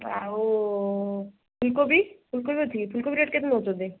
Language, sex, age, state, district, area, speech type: Odia, female, 30-45, Odisha, Koraput, urban, conversation